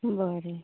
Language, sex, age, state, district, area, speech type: Goan Konkani, female, 18-30, Goa, Canacona, rural, conversation